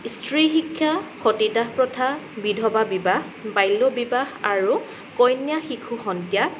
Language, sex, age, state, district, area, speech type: Assamese, female, 18-30, Assam, Sonitpur, rural, spontaneous